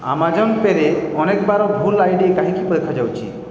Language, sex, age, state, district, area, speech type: Odia, male, 30-45, Odisha, Balangir, urban, read